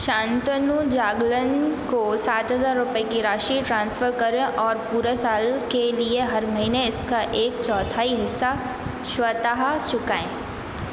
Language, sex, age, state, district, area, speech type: Hindi, female, 18-30, Madhya Pradesh, Hoshangabad, rural, read